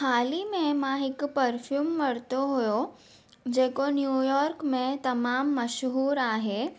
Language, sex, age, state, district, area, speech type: Sindhi, female, 18-30, Maharashtra, Mumbai Suburban, urban, spontaneous